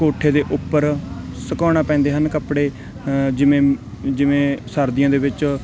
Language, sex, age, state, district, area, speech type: Punjabi, male, 18-30, Punjab, Mansa, urban, spontaneous